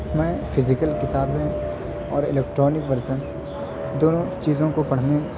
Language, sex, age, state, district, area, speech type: Urdu, male, 18-30, Delhi, South Delhi, urban, spontaneous